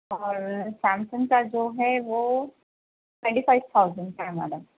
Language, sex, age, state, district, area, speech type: Urdu, female, 30-45, Telangana, Hyderabad, urban, conversation